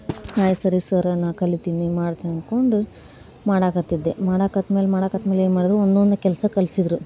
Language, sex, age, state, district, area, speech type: Kannada, female, 18-30, Karnataka, Gadag, rural, spontaneous